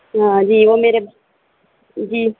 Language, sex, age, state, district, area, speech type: Urdu, female, 18-30, Telangana, Hyderabad, urban, conversation